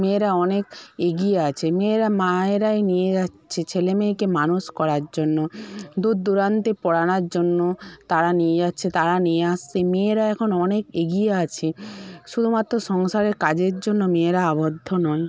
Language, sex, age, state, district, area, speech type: Bengali, female, 45-60, West Bengal, Purba Medinipur, rural, spontaneous